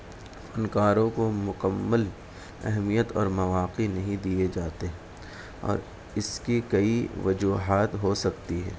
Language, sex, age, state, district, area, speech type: Urdu, male, 18-30, Bihar, Gaya, rural, spontaneous